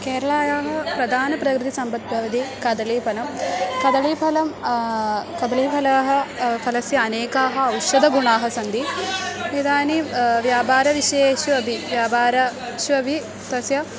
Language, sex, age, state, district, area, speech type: Sanskrit, female, 18-30, Kerala, Thrissur, rural, spontaneous